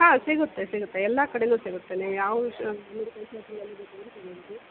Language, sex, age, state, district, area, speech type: Kannada, female, 30-45, Karnataka, Bellary, rural, conversation